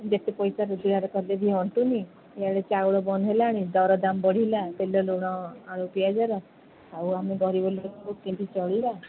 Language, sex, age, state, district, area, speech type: Odia, female, 30-45, Odisha, Sundergarh, urban, conversation